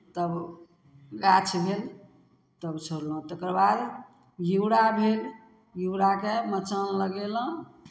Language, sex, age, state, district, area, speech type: Maithili, female, 60+, Bihar, Samastipur, rural, spontaneous